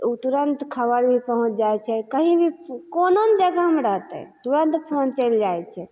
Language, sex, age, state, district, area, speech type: Maithili, female, 30-45, Bihar, Begusarai, rural, spontaneous